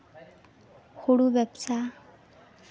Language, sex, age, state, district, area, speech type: Santali, female, 18-30, West Bengal, Jhargram, rural, spontaneous